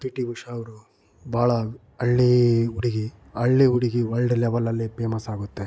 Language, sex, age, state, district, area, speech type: Kannada, male, 45-60, Karnataka, Chitradurga, rural, spontaneous